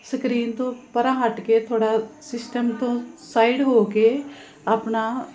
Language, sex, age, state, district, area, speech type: Punjabi, female, 45-60, Punjab, Jalandhar, urban, spontaneous